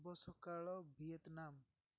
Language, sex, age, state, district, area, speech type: Odia, male, 18-30, Odisha, Ganjam, urban, read